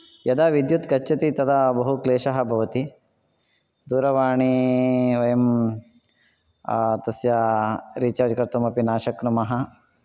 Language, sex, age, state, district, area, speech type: Sanskrit, male, 45-60, Karnataka, Shimoga, urban, spontaneous